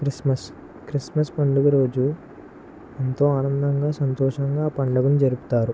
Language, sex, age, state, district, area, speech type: Telugu, male, 18-30, Andhra Pradesh, West Godavari, rural, spontaneous